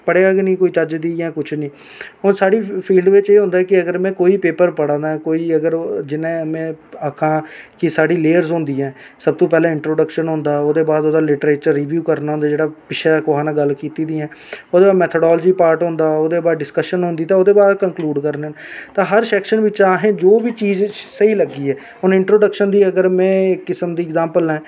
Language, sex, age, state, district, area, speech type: Dogri, male, 18-30, Jammu and Kashmir, Reasi, urban, spontaneous